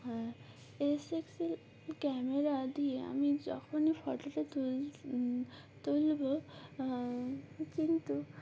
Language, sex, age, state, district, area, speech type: Bengali, female, 18-30, West Bengal, Uttar Dinajpur, urban, spontaneous